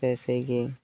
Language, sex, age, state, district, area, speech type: Odia, male, 30-45, Odisha, Koraput, urban, spontaneous